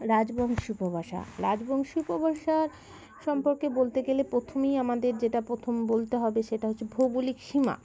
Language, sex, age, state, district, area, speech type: Bengali, female, 30-45, West Bengal, Birbhum, urban, spontaneous